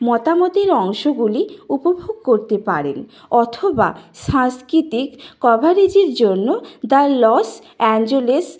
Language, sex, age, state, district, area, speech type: Bengali, female, 45-60, West Bengal, Nadia, rural, spontaneous